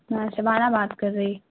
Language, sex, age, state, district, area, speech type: Urdu, female, 18-30, Bihar, Khagaria, rural, conversation